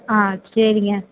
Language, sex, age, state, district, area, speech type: Tamil, female, 18-30, Tamil Nadu, Mayiladuthurai, rural, conversation